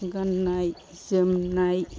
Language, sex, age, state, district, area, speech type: Bodo, female, 60+, Assam, Chirang, rural, spontaneous